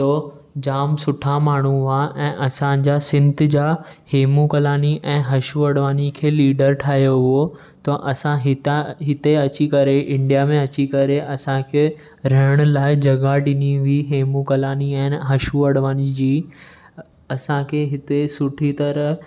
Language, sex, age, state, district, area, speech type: Sindhi, male, 18-30, Maharashtra, Mumbai Suburban, urban, spontaneous